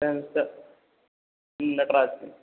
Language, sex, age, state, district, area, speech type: Hindi, male, 18-30, Uttar Pradesh, Azamgarh, rural, conversation